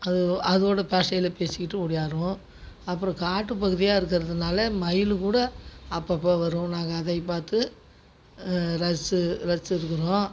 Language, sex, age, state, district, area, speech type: Tamil, female, 60+, Tamil Nadu, Tiruchirappalli, rural, spontaneous